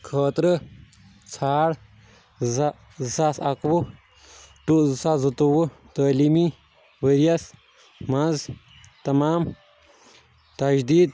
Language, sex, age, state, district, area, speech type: Kashmiri, male, 18-30, Jammu and Kashmir, Shopian, rural, read